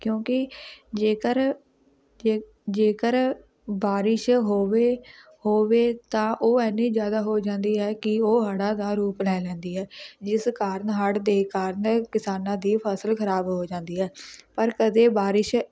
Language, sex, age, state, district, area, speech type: Punjabi, female, 18-30, Punjab, Patiala, rural, spontaneous